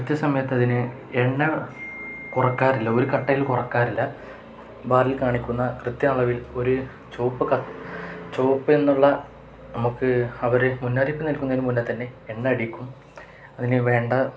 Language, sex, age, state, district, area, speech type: Malayalam, male, 18-30, Kerala, Kozhikode, rural, spontaneous